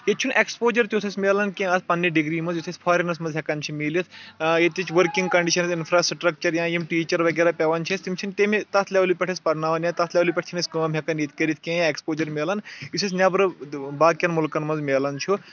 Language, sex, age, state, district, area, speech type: Kashmiri, male, 18-30, Jammu and Kashmir, Kulgam, urban, spontaneous